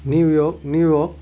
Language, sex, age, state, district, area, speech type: Nepali, male, 45-60, West Bengal, Jalpaiguri, rural, spontaneous